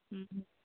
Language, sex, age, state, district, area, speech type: Odia, female, 60+, Odisha, Angul, rural, conversation